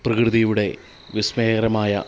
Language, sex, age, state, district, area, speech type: Malayalam, male, 30-45, Kerala, Kollam, rural, spontaneous